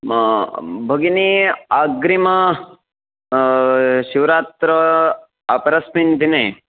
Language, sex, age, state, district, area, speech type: Sanskrit, male, 45-60, Karnataka, Uttara Kannada, urban, conversation